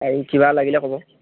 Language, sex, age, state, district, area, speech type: Assamese, male, 18-30, Assam, Sivasagar, urban, conversation